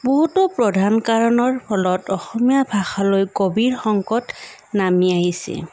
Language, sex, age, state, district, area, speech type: Assamese, female, 30-45, Assam, Sonitpur, rural, spontaneous